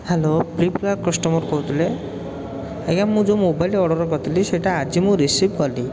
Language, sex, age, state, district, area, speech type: Odia, male, 30-45, Odisha, Puri, urban, spontaneous